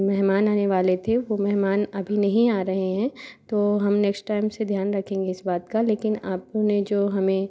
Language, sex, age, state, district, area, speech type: Hindi, female, 30-45, Madhya Pradesh, Katni, urban, spontaneous